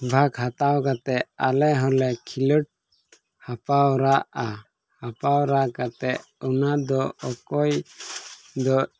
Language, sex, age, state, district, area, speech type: Santali, male, 18-30, Jharkhand, Pakur, rural, spontaneous